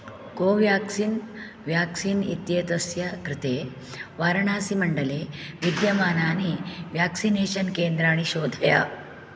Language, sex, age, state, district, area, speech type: Sanskrit, female, 60+, Karnataka, Uttara Kannada, rural, read